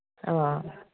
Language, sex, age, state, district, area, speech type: Manipuri, female, 60+, Manipur, Kangpokpi, urban, conversation